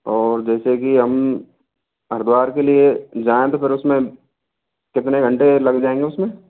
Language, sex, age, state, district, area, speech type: Hindi, male, 45-60, Rajasthan, Jaipur, urban, conversation